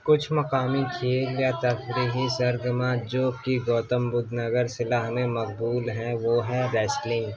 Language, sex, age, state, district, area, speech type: Urdu, male, 18-30, Uttar Pradesh, Gautam Buddha Nagar, urban, spontaneous